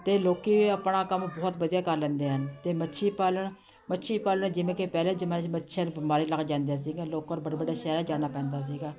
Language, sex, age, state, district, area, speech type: Punjabi, female, 45-60, Punjab, Patiala, urban, spontaneous